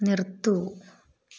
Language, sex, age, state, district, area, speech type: Malayalam, female, 18-30, Kerala, Kottayam, rural, read